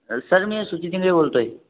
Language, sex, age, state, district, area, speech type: Marathi, male, 18-30, Maharashtra, Buldhana, rural, conversation